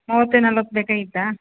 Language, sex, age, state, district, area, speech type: Kannada, female, 45-60, Karnataka, Koppal, urban, conversation